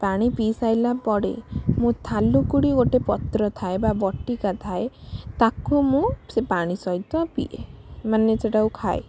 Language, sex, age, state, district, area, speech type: Odia, female, 18-30, Odisha, Bhadrak, rural, spontaneous